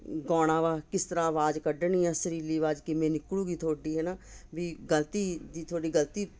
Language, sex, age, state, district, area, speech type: Punjabi, female, 45-60, Punjab, Ludhiana, urban, spontaneous